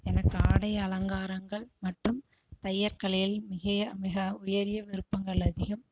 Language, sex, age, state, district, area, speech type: Tamil, female, 60+, Tamil Nadu, Cuddalore, rural, spontaneous